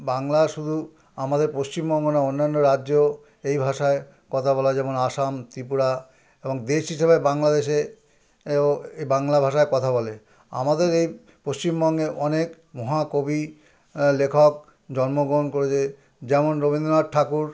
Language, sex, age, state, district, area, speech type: Bengali, male, 60+, West Bengal, South 24 Parganas, urban, spontaneous